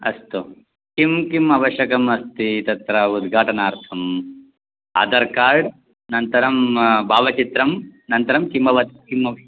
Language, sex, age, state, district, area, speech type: Sanskrit, male, 45-60, Karnataka, Bangalore Urban, urban, conversation